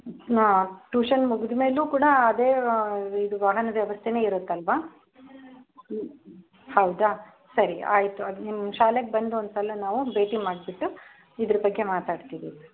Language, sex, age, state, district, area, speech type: Kannada, female, 45-60, Karnataka, Davanagere, rural, conversation